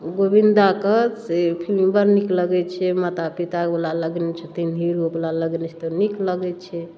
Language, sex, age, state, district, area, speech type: Maithili, female, 30-45, Bihar, Darbhanga, rural, spontaneous